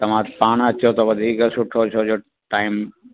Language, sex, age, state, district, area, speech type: Sindhi, male, 60+, Delhi, South Delhi, urban, conversation